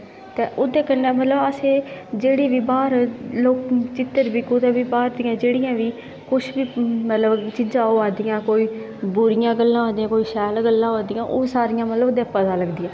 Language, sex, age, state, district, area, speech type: Dogri, female, 18-30, Jammu and Kashmir, Kathua, rural, spontaneous